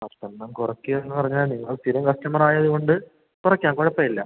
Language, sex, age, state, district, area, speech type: Malayalam, male, 18-30, Kerala, Thiruvananthapuram, rural, conversation